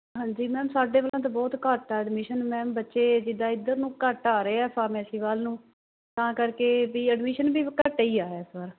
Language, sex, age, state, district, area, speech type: Punjabi, female, 30-45, Punjab, Shaheed Bhagat Singh Nagar, urban, conversation